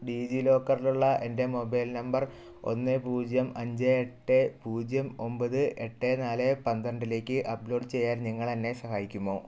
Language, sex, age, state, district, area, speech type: Malayalam, male, 18-30, Kerala, Wayanad, rural, read